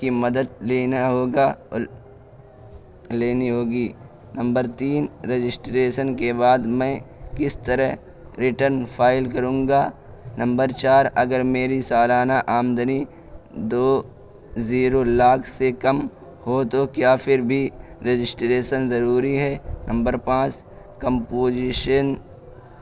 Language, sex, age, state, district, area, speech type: Urdu, male, 18-30, Uttar Pradesh, Balrampur, rural, spontaneous